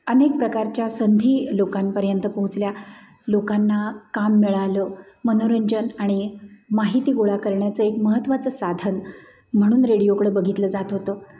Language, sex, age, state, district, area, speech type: Marathi, female, 45-60, Maharashtra, Satara, urban, spontaneous